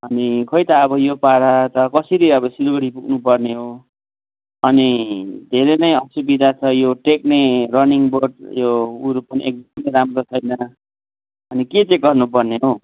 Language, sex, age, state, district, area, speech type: Nepali, male, 45-60, West Bengal, Kalimpong, rural, conversation